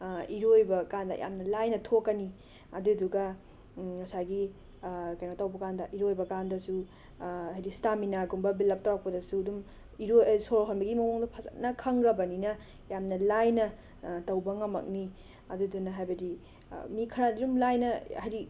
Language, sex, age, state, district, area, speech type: Manipuri, female, 18-30, Manipur, Imphal West, rural, spontaneous